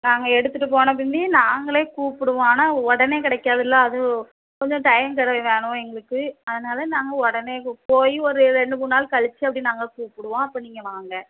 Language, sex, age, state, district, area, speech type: Tamil, female, 30-45, Tamil Nadu, Thoothukudi, urban, conversation